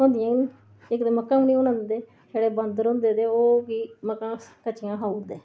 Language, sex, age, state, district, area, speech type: Dogri, female, 45-60, Jammu and Kashmir, Reasi, rural, spontaneous